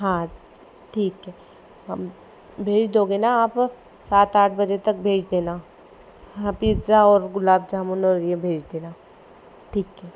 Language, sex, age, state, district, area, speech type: Hindi, female, 30-45, Madhya Pradesh, Ujjain, urban, spontaneous